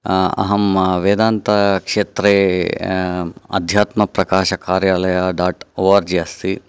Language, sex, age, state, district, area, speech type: Sanskrit, male, 30-45, Karnataka, Chikkaballapur, urban, spontaneous